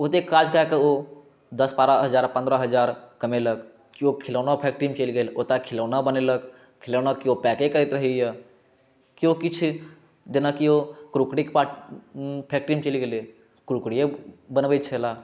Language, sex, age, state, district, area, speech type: Maithili, male, 18-30, Bihar, Saharsa, rural, spontaneous